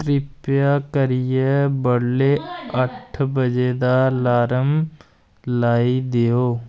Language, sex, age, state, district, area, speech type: Dogri, male, 18-30, Jammu and Kashmir, Kathua, rural, read